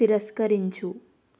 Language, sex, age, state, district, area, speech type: Telugu, female, 18-30, Telangana, Yadadri Bhuvanagiri, urban, read